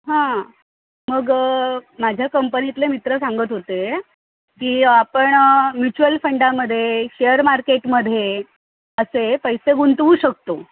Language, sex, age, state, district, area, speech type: Marathi, female, 45-60, Maharashtra, Thane, rural, conversation